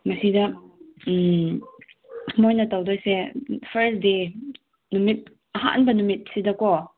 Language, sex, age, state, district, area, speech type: Manipuri, female, 18-30, Manipur, Senapati, urban, conversation